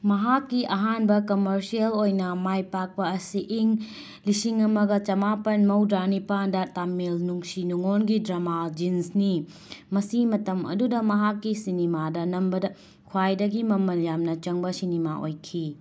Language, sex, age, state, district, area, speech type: Manipuri, female, 45-60, Manipur, Imphal West, urban, read